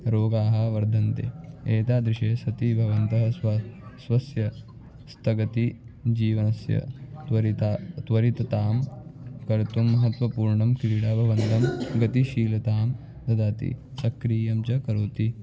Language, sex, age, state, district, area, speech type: Sanskrit, male, 18-30, Maharashtra, Nagpur, urban, spontaneous